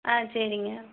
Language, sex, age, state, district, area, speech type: Tamil, female, 18-30, Tamil Nadu, Erode, urban, conversation